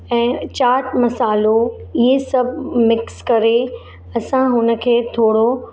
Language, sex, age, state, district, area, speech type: Sindhi, female, 30-45, Maharashtra, Mumbai Suburban, urban, spontaneous